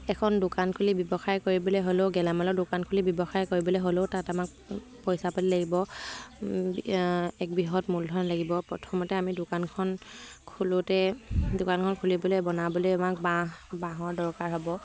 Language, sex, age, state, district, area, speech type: Assamese, female, 18-30, Assam, Dibrugarh, rural, spontaneous